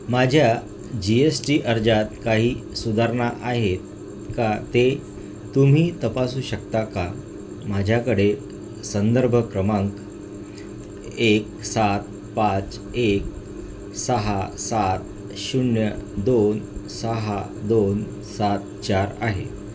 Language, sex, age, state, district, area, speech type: Marathi, male, 45-60, Maharashtra, Nagpur, urban, read